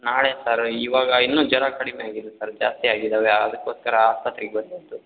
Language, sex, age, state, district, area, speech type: Kannada, male, 18-30, Karnataka, Tumkur, rural, conversation